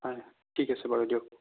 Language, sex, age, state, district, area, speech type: Assamese, female, 18-30, Assam, Sonitpur, rural, conversation